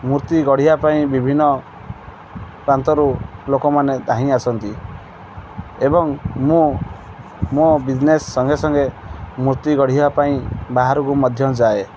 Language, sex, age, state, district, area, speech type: Odia, male, 30-45, Odisha, Kendrapara, urban, spontaneous